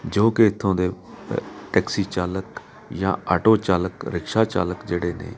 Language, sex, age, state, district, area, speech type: Punjabi, male, 45-60, Punjab, Amritsar, urban, spontaneous